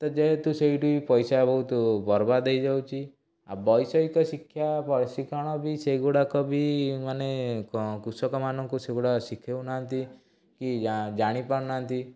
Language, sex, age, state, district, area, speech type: Odia, male, 18-30, Odisha, Cuttack, urban, spontaneous